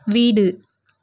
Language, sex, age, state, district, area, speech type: Tamil, female, 18-30, Tamil Nadu, Krishnagiri, rural, read